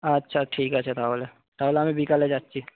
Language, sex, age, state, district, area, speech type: Bengali, male, 30-45, West Bengal, Paschim Medinipur, rural, conversation